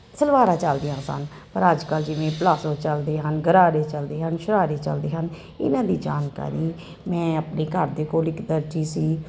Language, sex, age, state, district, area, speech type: Punjabi, female, 30-45, Punjab, Kapurthala, urban, spontaneous